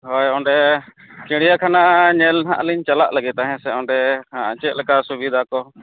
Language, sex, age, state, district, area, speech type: Santali, male, 30-45, Jharkhand, East Singhbhum, rural, conversation